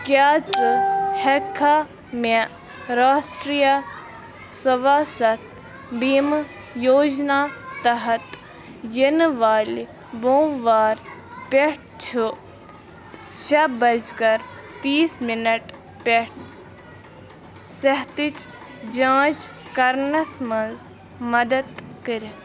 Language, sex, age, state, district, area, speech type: Kashmiri, female, 18-30, Jammu and Kashmir, Bandipora, rural, read